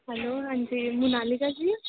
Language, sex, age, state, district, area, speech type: Dogri, female, 18-30, Jammu and Kashmir, Jammu, rural, conversation